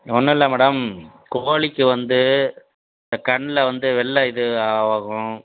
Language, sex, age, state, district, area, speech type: Tamil, male, 60+, Tamil Nadu, Tiruchirappalli, rural, conversation